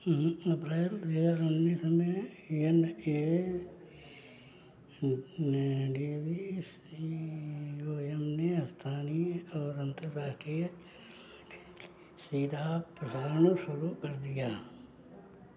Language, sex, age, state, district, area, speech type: Hindi, male, 60+, Uttar Pradesh, Sitapur, rural, read